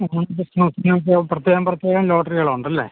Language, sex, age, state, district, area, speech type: Malayalam, male, 60+, Kerala, Alappuzha, rural, conversation